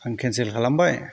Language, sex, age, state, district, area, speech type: Bodo, male, 30-45, Assam, Kokrajhar, rural, spontaneous